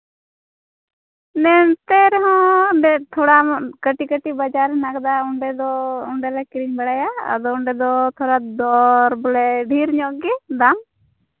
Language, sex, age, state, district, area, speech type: Santali, female, 45-60, Jharkhand, Pakur, rural, conversation